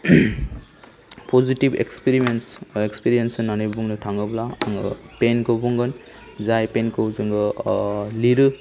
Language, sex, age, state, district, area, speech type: Bodo, male, 30-45, Assam, Chirang, rural, spontaneous